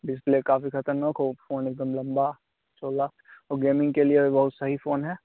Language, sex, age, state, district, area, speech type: Hindi, male, 18-30, Bihar, Begusarai, urban, conversation